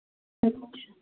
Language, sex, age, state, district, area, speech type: Dogri, female, 18-30, Jammu and Kashmir, Samba, urban, conversation